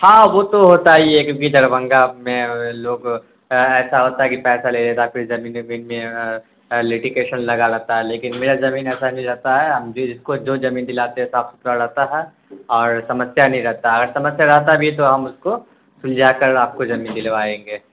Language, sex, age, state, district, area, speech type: Urdu, male, 18-30, Bihar, Darbhanga, urban, conversation